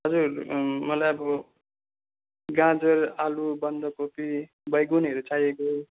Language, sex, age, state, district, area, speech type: Nepali, male, 18-30, West Bengal, Darjeeling, rural, conversation